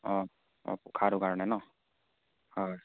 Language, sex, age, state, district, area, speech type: Assamese, male, 18-30, Assam, Charaideo, rural, conversation